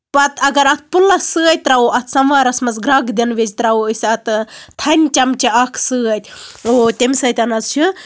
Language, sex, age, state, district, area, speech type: Kashmiri, female, 30-45, Jammu and Kashmir, Baramulla, rural, spontaneous